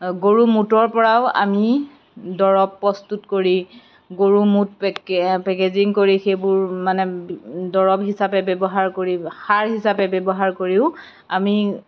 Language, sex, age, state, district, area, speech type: Assamese, female, 30-45, Assam, Golaghat, rural, spontaneous